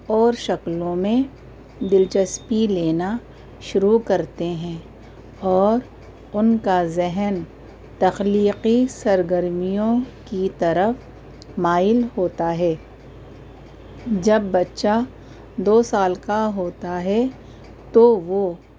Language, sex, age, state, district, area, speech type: Urdu, female, 45-60, Delhi, North East Delhi, urban, spontaneous